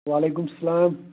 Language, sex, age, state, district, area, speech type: Kashmiri, male, 18-30, Jammu and Kashmir, Pulwama, rural, conversation